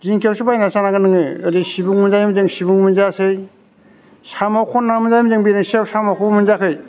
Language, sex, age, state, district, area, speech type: Bodo, male, 45-60, Assam, Chirang, rural, spontaneous